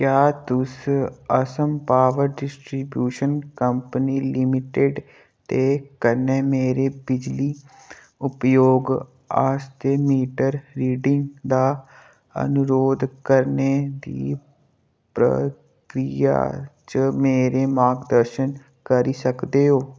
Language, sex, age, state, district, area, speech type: Dogri, male, 18-30, Jammu and Kashmir, Kathua, rural, read